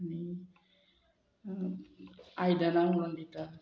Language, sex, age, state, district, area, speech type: Goan Konkani, female, 45-60, Goa, Murmgao, rural, spontaneous